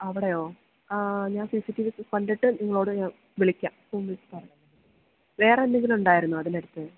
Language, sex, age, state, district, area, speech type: Malayalam, female, 18-30, Kerala, Idukki, rural, conversation